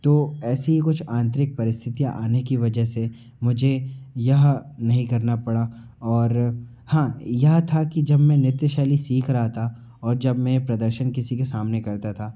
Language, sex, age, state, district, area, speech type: Hindi, male, 60+, Madhya Pradesh, Bhopal, urban, spontaneous